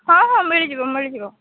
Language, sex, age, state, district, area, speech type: Odia, female, 18-30, Odisha, Sambalpur, rural, conversation